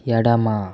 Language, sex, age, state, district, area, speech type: Telugu, male, 18-30, Andhra Pradesh, Chittoor, rural, read